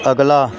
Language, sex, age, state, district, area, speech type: Punjabi, male, 30-45, Punjab, Pathankot, rural, read